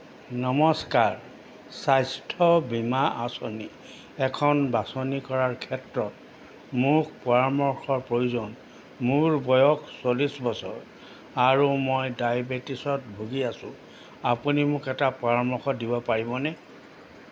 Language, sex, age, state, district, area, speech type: Assamese, male, 60+, Assam, Golaghat, urban, read